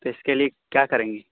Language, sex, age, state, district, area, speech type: Urdu, male, 30-45, Uttar Pradesh, Lucknow, urban, conversation